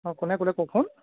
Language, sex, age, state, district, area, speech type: Assamese, male, 30-45, Assam, Jorhat, urban, conversation